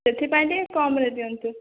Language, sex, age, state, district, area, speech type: Odia, female, 30-45, Odisha, Boudh, rural, conversation